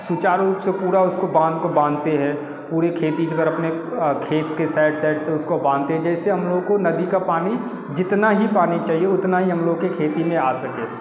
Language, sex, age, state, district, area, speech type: Hindi, male, 30-45, Bihar, Darbhanga, rural, spontaneous